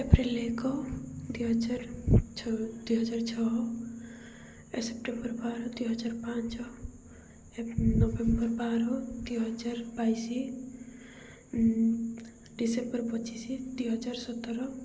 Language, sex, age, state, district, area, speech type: Odia, female, 18-30, Odisha, Koraput, urban, spontaneous